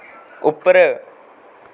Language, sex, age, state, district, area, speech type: Dogri, male, 18-30, Jammu and Kashmir, Kathua, rural, read